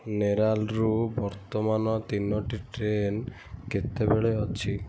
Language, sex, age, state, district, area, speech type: Odia, male, 45-60, Odisha, Kendujhar, urban, read